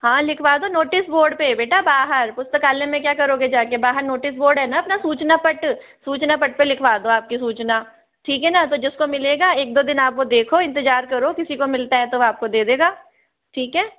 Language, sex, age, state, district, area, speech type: Hindi, female, 60+, Rajasthan, Jaipur, urban, conversation